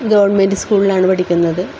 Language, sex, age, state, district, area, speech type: Malayalam, female, 45-60, Kerala, Wayanad, rural, spontaneous